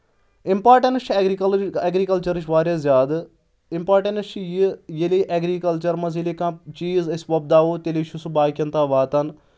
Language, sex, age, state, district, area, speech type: Kashmiri, male, 18-30, Jammu and Kashmir, Anantnag, rural, spontaneous